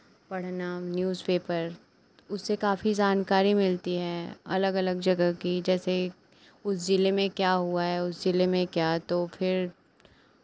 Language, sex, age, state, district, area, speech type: Hindi, female, 18-30, Uttar Pradesh, Pratapgarh, rural, spontaneous